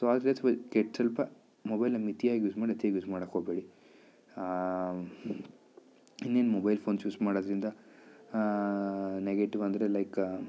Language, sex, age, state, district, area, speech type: Kannada, male, 30-45, Karnataka, Bidar, rural, spontaneous